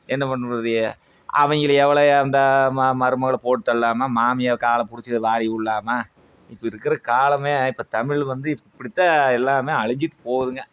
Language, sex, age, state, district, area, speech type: Tamil, male, 30-45, Tamil Nadu, Coimbatore, rural, spontaneous